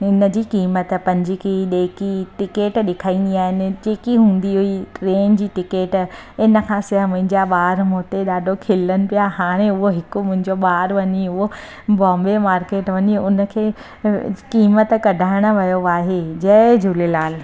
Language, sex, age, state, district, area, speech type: Sindhi, female, 30-45, Gujarat, Surat, urban, spontaneous